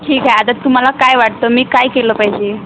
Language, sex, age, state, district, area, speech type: Marathi, female, 18-30, Maharashtra, Wardha, rural, conversation